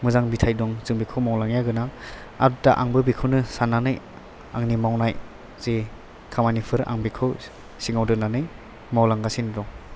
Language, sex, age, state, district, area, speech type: Bodo, male, 18-30, Assam, Chirang, urban, spontaneous